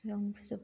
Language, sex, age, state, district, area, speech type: Bodo, female, 30-45, Assam, Kokrajhar, rural, spontaneous